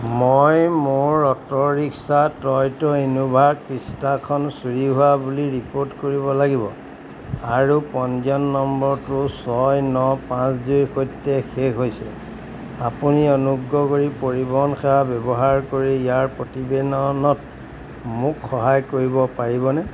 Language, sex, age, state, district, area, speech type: Assamese, male, 45-60, Assam, Golaghat, urban, read